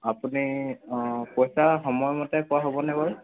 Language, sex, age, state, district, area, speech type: Assamese, male, 45-60, Assam, Charaideo, rural, conversation